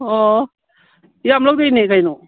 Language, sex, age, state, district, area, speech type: Manipuri, female, 45-60, Manipur, Kangpokpi, urban, conversation